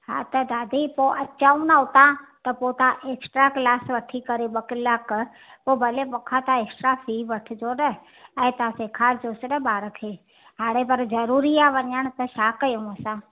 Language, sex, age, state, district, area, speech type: Sindhi, female, 45-60, Gujarat, Ahmedabad, rural, conversation